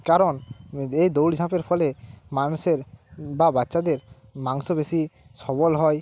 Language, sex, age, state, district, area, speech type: Bengali, male, 45-60, West Bengal, Hooghly, urban, spontaneous